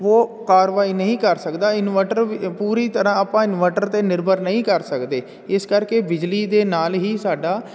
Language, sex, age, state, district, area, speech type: Punjabi, male, 45-60, Punjab, Jalandhar, urban, spontaneous